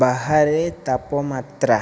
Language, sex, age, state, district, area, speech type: Odia, male, 60+, Odisha, Kandhamal, rural, read